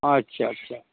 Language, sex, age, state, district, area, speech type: Bengali, male, 60+, West Bengal, Hooghly, rural, conversation